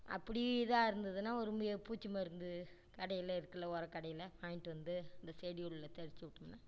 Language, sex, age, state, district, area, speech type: Tamil, female, 60+, Tamil Nadu, Namakkal, rural, spontaneous